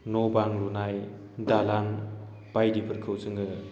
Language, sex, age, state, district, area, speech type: Bodo, male, 30-45, Assam, Baksa, urban, spontaneous